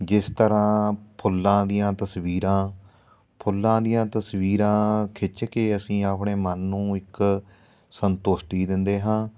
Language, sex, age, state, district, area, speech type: Punjabi, male, 30-45, Punjab, Fatehgarh Sahib, urban, spontaneous